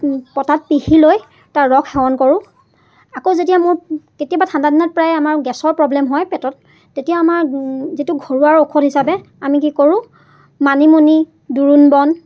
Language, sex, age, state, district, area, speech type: Assamese, female, 30-45, Assam, Dibrugarh, rural, spontaneous